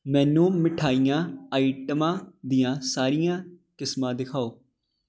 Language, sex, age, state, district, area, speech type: Punjabi, male, 18-30, Punjab, Jalandhar, urban, read